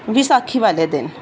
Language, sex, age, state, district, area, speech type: Punjabi, female, 18-30, Punjab, Fazilka, rural, spontaneous